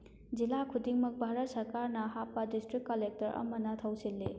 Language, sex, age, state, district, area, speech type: Manipuri, female, 18-30, Manipur, Churachandpur, rural, read